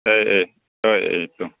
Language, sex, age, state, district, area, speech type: Manipuri, male, 30-45, Manipur, Senapati, rural, conversation